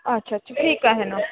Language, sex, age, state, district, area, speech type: Marathi, female, 30-45, Maharashtra, Wardha, rural, conversation